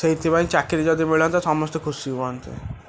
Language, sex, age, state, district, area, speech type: Odia, male, 18-30, Odisha, Cuttack, urban, spontaneous